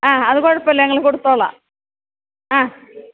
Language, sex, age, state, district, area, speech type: Malayalam, female, 60+, Kerala, Thiruvananthapuram, rural, conversation